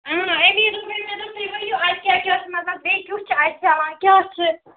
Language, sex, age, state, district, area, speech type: Kashmiri, female, 30-45, Jammu and Kashmir, Ganderbal, rural, conversation